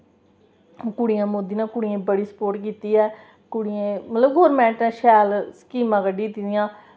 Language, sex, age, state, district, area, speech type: Dogri, female, 30-45, Jammu and Kashmir, Samba, rural, spontaneous